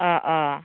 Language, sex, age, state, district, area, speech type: Bodo, female, 30-45, Assam, Baksa, rural, conversation